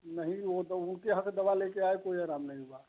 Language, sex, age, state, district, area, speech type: Hindi, male, 30-45, Uttar Pradesh, Chandauli, rural, conversation